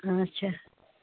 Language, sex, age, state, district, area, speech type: Kashmiri, female, 45-60, Jammu and Kashmir, Srinagar, urban, conversation